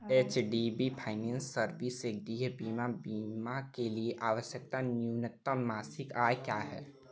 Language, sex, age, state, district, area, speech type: Hindi, male, 18-30, Uttar Pradesh, Chandauli, rural, read